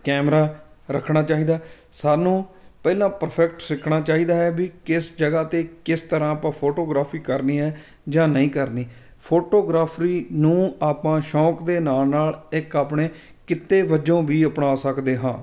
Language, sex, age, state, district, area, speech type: Punjabi, male, 30-45, Punjab, Fatehgarh Sahib, rural, spontaneous